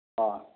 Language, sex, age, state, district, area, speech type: Tamil, male, 60+, Tamil Nadu, Madurai, rural, conversation